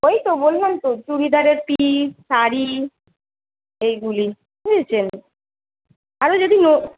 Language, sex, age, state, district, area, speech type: Bengali, female, 18-30, West Bengal, Kolkata, urban, conversation